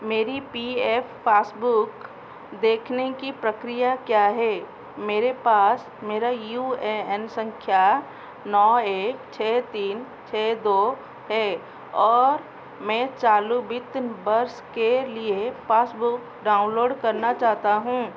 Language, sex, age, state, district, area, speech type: Hindi, female, 45-60, Madhya Pradesh, Chhindwara, rural, read